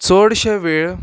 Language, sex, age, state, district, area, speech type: Goan Konkani, male, 18-30, Goa, Murmgao, urban, spontaneous